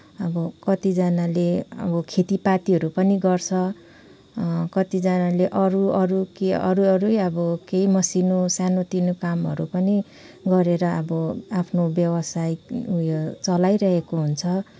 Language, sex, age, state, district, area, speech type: Nepali, female, 30-45, West Bengal, Kalimpong, rural, spontaneous